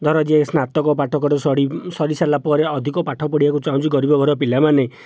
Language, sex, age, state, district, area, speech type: Odia, male, 45-60, Odisha, Jajpur, rural, spontaneous